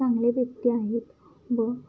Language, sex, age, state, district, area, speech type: Marathi, female, 18-30, Maharashtra, Satara, rural, spontaneous